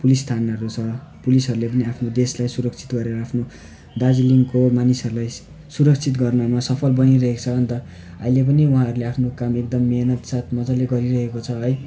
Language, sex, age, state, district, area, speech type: Nepali, male, 18-30, West Bengal, Darjeeling, rural, spontaneous